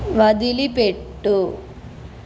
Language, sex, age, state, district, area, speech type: Telugu, female, 45-60, Andhra Pradesh, N T Rama Rao, urban, read